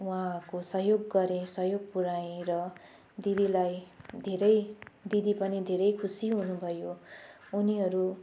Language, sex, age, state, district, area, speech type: Nepali, female, 45-60, West Bengal, Jalpaiguri, rural, spontaneous